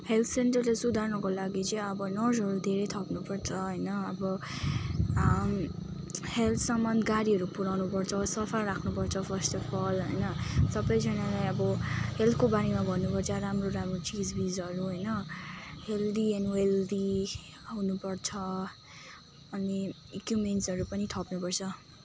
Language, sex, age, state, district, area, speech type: Nepali, female, 18-30, West Bengal, Kalimpong, rural, spontaneous